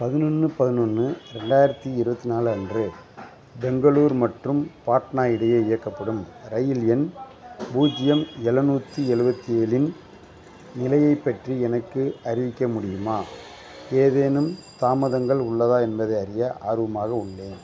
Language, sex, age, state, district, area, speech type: Tamil, male, 45-60, Tamil Nadu, Theni, rural, read